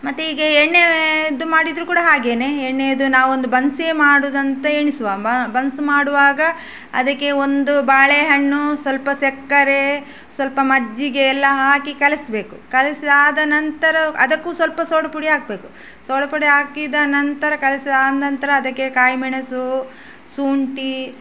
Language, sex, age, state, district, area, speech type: Kannada, female, 45-60, Karnataka, Udupi, rural, spontaneous